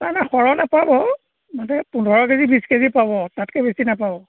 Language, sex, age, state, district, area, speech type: Assamese, male, 60+, Assam, Golaghat, rural, conversation